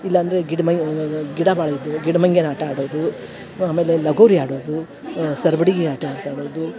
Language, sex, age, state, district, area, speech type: Kannada, female, 60+, Karnataka, Dharwad, rural, spontaneous